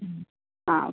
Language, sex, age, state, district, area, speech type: Malayalam, female, 30-45, Kerala, Wayanad, rural, conversation